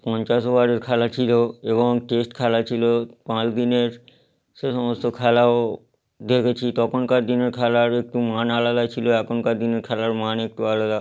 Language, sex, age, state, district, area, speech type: Bengali, male, 30-45, West Bengal, Howrah, urban, spontaneous